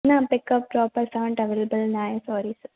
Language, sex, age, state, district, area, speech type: Sindhi, female, 18-30, Maharashtra, Thane, urban, conversation